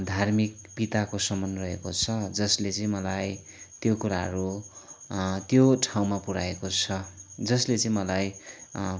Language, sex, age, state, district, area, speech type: Nepali, male, 45-60, West Bengal, Kalimpong, rural, spontaneous